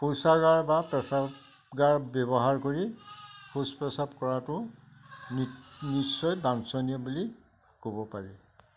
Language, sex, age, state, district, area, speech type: Assamese, male, 60+, Assam, Majuli, rural, spontaneous